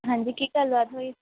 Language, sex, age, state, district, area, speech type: Punjabi, female, 18-30, Punjab, Pathankot, rural, conversation